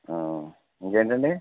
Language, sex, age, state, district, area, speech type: Telugu, male, 60+, Andhra Pradesh, Eluru, rural, conversation